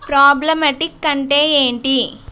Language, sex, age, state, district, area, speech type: Telugu, female, 18-30, Andhra Pradesh, Konaseema, urban, read